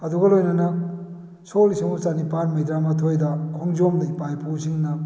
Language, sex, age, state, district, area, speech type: Manipuri, male, 60+, Manipur, Kakching, rural, spontaneous